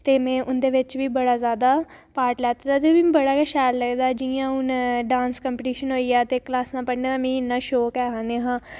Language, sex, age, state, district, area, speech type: Dogri, female, 18-30, Jammu and Kashmir, Reasi, rural, spontaneous